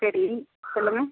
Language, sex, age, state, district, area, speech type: Tamil, female, 18-30, Tamil Nadu, Mayiladuthurai, rural, conversation